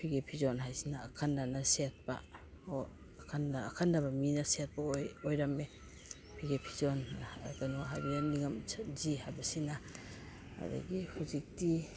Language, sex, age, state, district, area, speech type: Manipuri, female, 45-60, Manipur, Imphal East, rural, spontaneous